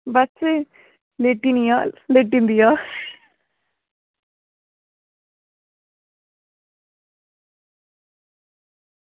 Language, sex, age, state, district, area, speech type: Dogri, female, 18-30, Jammu and Kashmir, Samba, rural, conversation